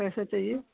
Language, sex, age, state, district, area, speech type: Hindi, female, 30-45, Uttar Pradesh, Mau, rural, conversation